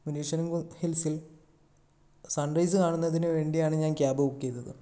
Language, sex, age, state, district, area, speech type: Malayalam, male, 18-30, Kerala, Wayanad, rural, spontaneous